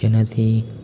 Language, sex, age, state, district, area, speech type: Gujarati, male, 18-30, Gujarat, Amreli, rural, spontaneous